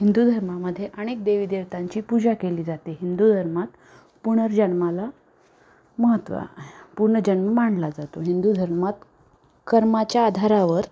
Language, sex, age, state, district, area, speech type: Marathi, female, 45-60, Maharashtra, Osmanabad, rural, spontaneous